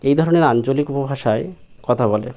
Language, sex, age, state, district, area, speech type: Bengali, male, 18-30, West Bengal, Birbhum, urban, spontaneous